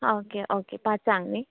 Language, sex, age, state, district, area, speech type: Goan Konkani, female, 30-45, Goa, Ponda, rural, conversation